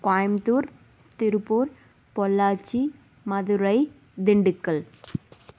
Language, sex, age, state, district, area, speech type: Tamil, female, 18-30, Tamil Nadu, Tiruppur, rural, spontaneous